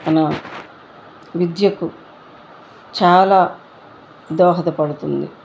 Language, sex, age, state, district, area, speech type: Telugu, female, 45-60, Andhra Pradesh, Bapatla, urban, spontaneous